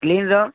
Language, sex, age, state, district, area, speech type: Odia, male, 45-60, Odisha, Nuapada, urban, conversation